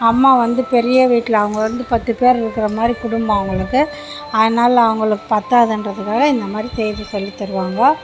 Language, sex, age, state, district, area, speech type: Tamil, female, 60+, Tamil Nadu, Mayiladuthurai, rural, spontaneous